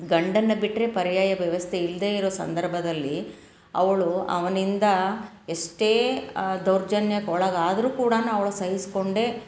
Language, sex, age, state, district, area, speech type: Kannada, female, 45-60, Karnataka, Koppal, rural, spontaneous